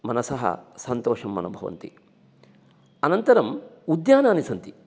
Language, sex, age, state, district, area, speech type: Sanskrit, male, 45-60, Karnataka, Shimoga, urban, spontaneous